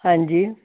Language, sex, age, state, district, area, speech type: Punjabi, female, 60+, Punjab, Fazilka, rural, conversation